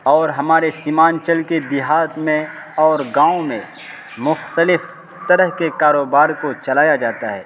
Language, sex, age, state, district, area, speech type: Urdu, male, 30-45, Bihar, Araria, rural, spontaneous